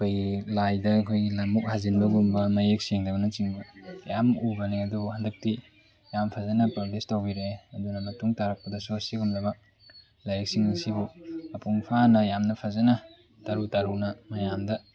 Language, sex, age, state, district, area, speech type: Manipuri, male, 18-30, Manipur, Tengnoupal, rural, spontaneous